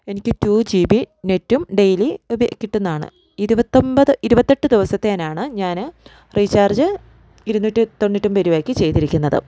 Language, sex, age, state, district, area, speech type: Malayalam, female, 30-45, Kerala, Idukki, rural, spontaneous